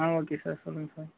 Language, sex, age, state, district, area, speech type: Tamil, male, 18-30, Tamil Nadu, Viluppuram, urban, conversation